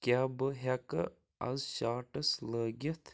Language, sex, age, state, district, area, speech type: Kashmiri, male, 18-30, Jammu and Kashmir, Budgam, rural, read